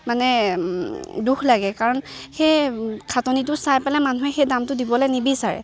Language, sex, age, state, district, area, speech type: Assamese, female, 18-30, Assam, Lakhimpur, urban, spontaneous